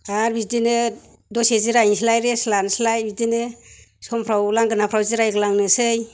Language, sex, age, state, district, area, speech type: Bodo, female, 45-60, Assam, Chirang, rural, spontaneous